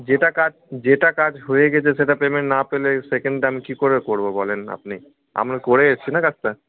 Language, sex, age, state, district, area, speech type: Bengali, male, 18-30, West Bengal, Malda, rural, conversation